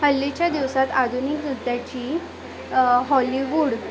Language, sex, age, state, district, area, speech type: Marathi, female, 18-30, Maharashtra, Thane, urban, spontaneous